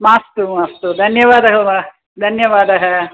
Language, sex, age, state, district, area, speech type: Sanskrit, female, 60+, Tamil Nadu, Chennai, urban, conversation